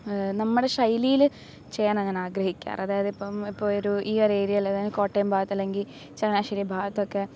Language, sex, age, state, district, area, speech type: Malayalam, female, 18-30, Kerala, Alappuzha, rural, spontaneous